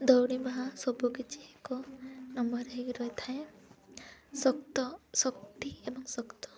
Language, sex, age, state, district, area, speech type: Odia, female, 18-30, Odisha, Nabarangpur, urban, spontaneous